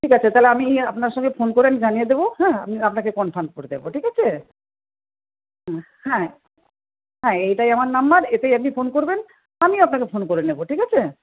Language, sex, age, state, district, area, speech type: Bengali, female, 60+, West Bengal, Paschim Medinipur, rural, conversation